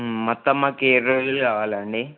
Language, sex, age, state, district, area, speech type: Telugu, male, 18-30, Telangana, Ranga Reddy, urban, conversation